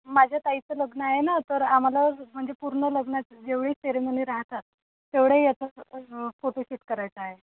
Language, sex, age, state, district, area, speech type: Marathi, female, 18-30, Maharashtra, Thane, rural, conversation